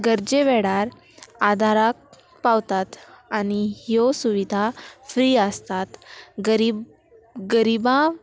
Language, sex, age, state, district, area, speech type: Goan Konkani, female, 18-30, Goa, Salcete, rural, spontaneous